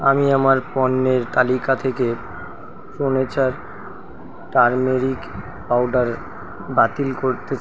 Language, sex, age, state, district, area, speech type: Bengali, male, 30-45, West Bengal, Kolkata, urban, read